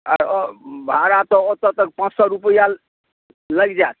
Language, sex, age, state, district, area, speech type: Maithili, male, 45-60, Bihar, Darbhanga, rural, conversation